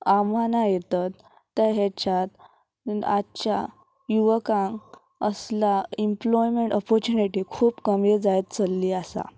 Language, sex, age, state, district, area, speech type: Goan Konkani, female, 18-30, Goa, Pernem, rural, spontaneous